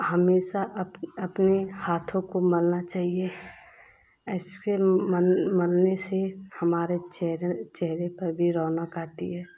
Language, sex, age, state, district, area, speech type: Hindi, female, 30-45, Uttar Pradesh, Ghazipur, rural, spontaneous